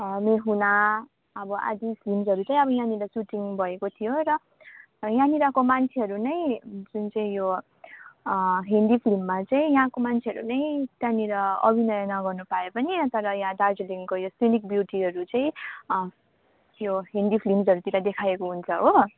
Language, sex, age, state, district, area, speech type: Nepali, female, 18-30, West Bengal, Darjeeling, rural, conversation